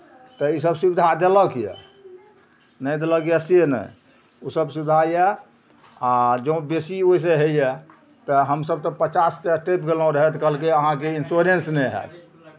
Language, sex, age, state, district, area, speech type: Maithili, male, 60+, Bihar, Araria, rural, spontaneous